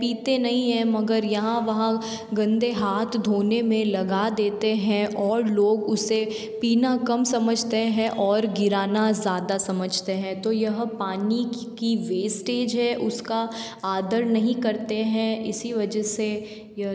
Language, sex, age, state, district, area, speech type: Hindi, female, 18-30, Rajasthan, Jodhpur, urban, spontaneous